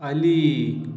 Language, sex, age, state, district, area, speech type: Marathi, male, 18-30, Maharashtra, Washim, rural, spontaneous